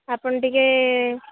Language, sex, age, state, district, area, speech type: Odia, female, 18-30, Odisha, Jagatsinghpur, rural, conversation